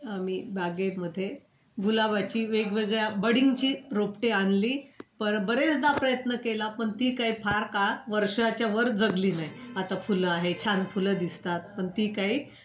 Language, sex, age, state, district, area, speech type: Marathi, female, 60+, Maharashtra, Wardha, urban, spontaneous